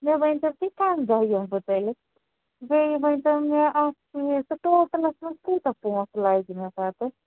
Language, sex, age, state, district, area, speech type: Kashmiri, female, 45-60, Jammu and Kashmir, Srinagar, urban, conversation